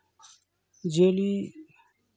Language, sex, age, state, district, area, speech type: Santali, male, 30-45, West Bengal, Jhargram, rural, spontaneous